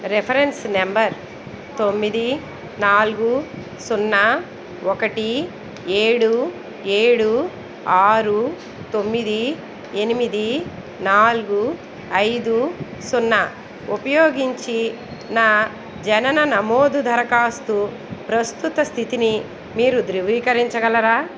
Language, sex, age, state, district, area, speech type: Telugu, female, 60+, Andhra Pradesh, Eluru, urban, read